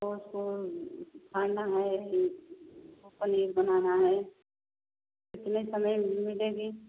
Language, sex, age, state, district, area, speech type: Hindi, female, 30-45, Uttar Pradesh, Prayagraj, rural, conversation